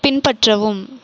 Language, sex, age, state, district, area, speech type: Tamil, female, 18-30, Tamil Nadu, Krishnagiri, rural, read